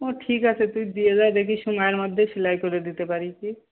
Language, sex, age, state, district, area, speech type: Bengali, female, 45-60, West Bengal, Hooghly, rural, conversation